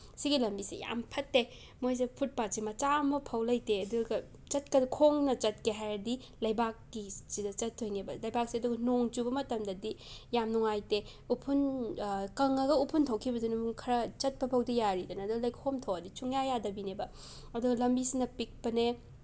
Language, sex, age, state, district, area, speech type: Manipuri, female, 18-30, Manipur, Imphal West, rural, spontaneous